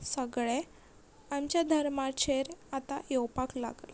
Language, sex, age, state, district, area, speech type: Goan Konkani, female, 18-30, Goa, Ponda, rural, spontaneous